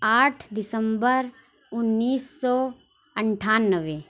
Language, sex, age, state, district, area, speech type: Urdu, female, 18-30, Uttar Pradesh, Lucknow, rural, spontaneous